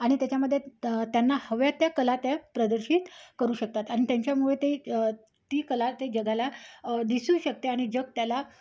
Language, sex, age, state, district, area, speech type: Marathi, female, 30-45, Maharashtra, Amravati, rural, spontaneous